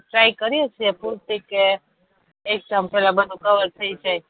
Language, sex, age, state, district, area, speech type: Gujarati, female, 30-45, Gujarat, Rajkot, urban, conversation